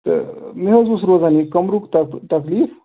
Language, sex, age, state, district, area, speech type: Kashmiri, male, 30-45, Jammu and Kashmir, Ganderbal, rural, conversation